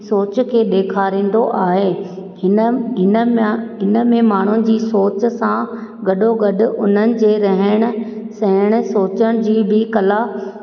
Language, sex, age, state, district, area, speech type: Sindhi, female, 30-45, Rajasthan, Ajmer, urban, spontaneous